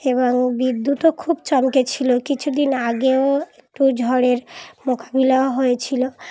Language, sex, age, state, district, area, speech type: Bengali, female, 30-45, West Bengal, Dakshin Dinajpur, urban, spontaneous